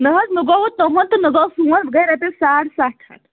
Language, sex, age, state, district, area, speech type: Kashmiri, female, 30-45, Jammu and Kashmir, Anantnag, rural, conversation